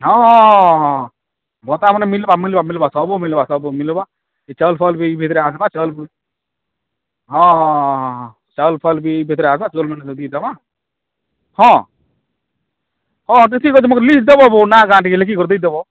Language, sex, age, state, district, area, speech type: Odia, male, 45-60, Odisha, Kalahandi, rural, conversation